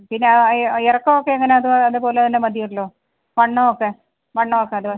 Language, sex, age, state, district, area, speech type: Malayalam, female, 30-45, Kerala, Kollam, rural, conversation